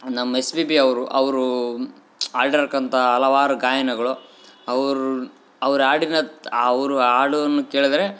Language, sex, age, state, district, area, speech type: Kannada, male, 18-30, Karnataka, Bellary, rural, spontaneous